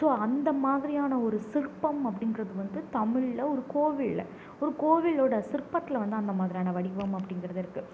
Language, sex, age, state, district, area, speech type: Tamil, female, 18-30, Tamil Nadu, Nagapattinam, rural, spontaneous